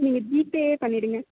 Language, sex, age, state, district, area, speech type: Tamil, female, 18-30, Tamil Nadu, Mayiladuthurai, urban, conversation